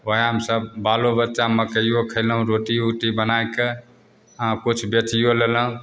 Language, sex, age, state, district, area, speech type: Maithili, male, 45-60, Bihar, Begusarai, rural, spontaneous